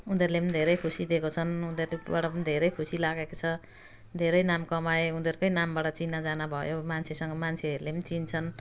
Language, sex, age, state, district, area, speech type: Nepali, female, 60+, West Bengal, Jalpaiguri, urban, spontaneous